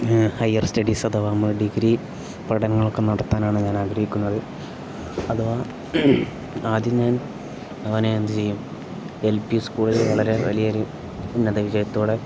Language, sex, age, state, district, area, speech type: Malayalam, male, 18-30, Kerala, Kozhikode, rural, spontaneous